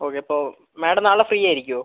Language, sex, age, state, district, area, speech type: Malayalam, male, 18-30, Kerala, Wayanad, rural, conversation